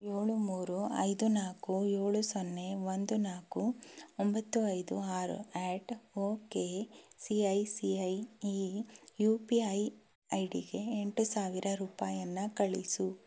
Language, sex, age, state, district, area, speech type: Kannada, female, 18-30, Karnataka, Shimoga, urban, read